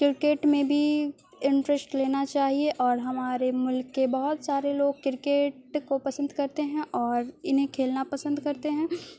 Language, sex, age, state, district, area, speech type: Urdu, female, 30-45, Bihar, Supaul, urban, spontaneous